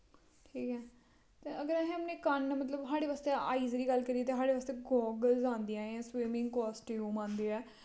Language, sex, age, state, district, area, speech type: Dogri, female, 30-45, Jammu and Kashmir, Kathua, rural, spontaneous